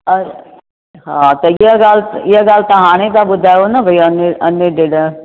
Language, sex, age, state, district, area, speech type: Sindhi, female, 60+, Maharashtra, Thane, urban, conversation